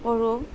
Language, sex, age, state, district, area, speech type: Assamese, female, 45-60, Assam, Nalbari, rural, spontaneous